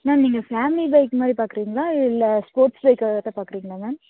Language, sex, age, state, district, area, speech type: Tamil, female, 18-30, Tamil Nadu, Coimbatore, rural, conversation